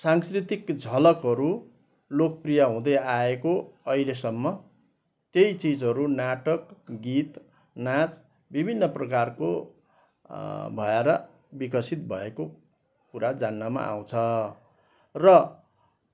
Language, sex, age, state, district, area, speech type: Nepali, male, 60+, West Bengal, Kalimpong, rural, spontaneous